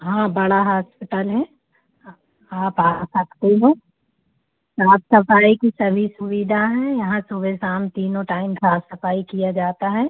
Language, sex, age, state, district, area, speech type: Hindi, female, 30-45, Madhya Pradesh, Seoni, urban, conversation